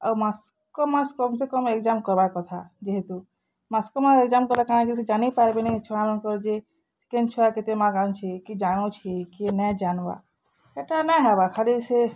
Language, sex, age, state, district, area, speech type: Odia, female, 45-60, Odisha, Bargarh, urban, spontaneous